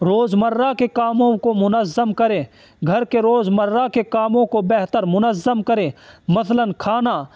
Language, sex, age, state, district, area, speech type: Urdu, male, 18-30, Uttar Pradesh, Saharanpur, urban, spontaneous